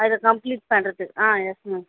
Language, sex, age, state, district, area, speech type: Tamil, female, 18-30, Tamil Nadu, Chennai, urban, conversation